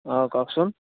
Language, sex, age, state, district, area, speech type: Assamese, male, 18-30, Assam, Barpeta, rural, conversation